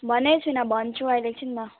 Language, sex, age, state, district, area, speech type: Nepali, female, 18-30, West Bengal, Alipurduar, urban, conversation